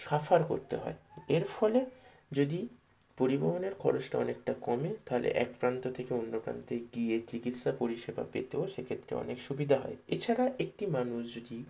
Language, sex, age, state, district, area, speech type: Bengali, male, 30-45, West Bengal, Howrah, urban, spontaneous